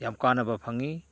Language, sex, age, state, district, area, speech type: Manipuri, male, 60+, Manipur, Chandel, rural, spontaneous